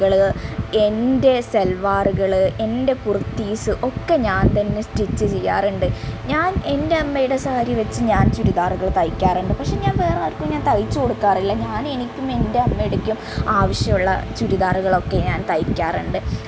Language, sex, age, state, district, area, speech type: Malayalam, female, 30-45, Kerala, Malappuram, rural, spontaneous